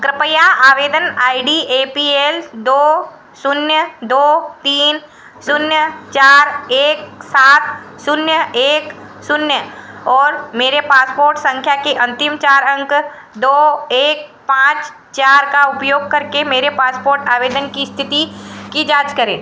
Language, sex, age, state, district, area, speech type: Hindi, female, 60+, Madhya Pradesh, Harda, urban, read